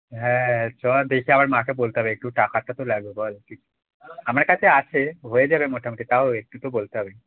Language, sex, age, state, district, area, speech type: Bengali, male, 18-30, West Bengal, Howrah, urban, conversation